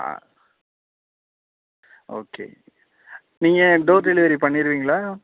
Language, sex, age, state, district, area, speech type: Tamil, male, 18-30, Tamil Nadu, Nagapattinam, rural, conversation